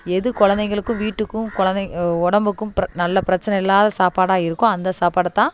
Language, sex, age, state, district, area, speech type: Tamil, female, 30-45, Tamil Nadu, Thoothukudi, urban, spontaneous